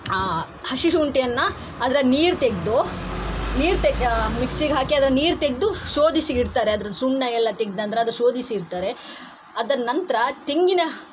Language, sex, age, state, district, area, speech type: Kannada, female, 30-45, Karnataka, Udupi, rural, spontaneous